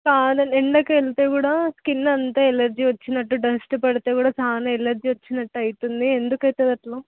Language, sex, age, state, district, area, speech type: Telugu, female, 18-30, Telangana, Suryapet, urban, conversation